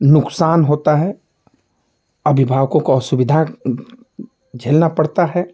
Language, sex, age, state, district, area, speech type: Hindi, male, 45-60, Uttar Pradesh, Ghazipur, rural, spontaneous